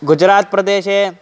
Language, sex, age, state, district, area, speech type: Sanskrit, male, 18-30, Uttar Pradesh, Hardoi, urban, spontaneous